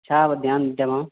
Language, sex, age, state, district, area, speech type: Maithili, male, 30-45, Bihar, Purnia, urban, conversation